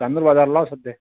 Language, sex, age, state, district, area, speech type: Marathi, male, 45-60, Maharashtra, Amravati, rural, conversation